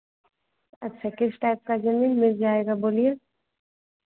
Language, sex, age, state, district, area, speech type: Hindi, female, 18-30, Bihar, Madhepura, rural, conversation